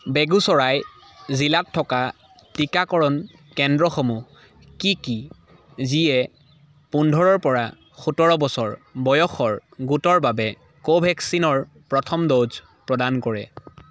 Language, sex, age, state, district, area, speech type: Assamese, male, 18-30, Assam, Dibrugarh, rural, read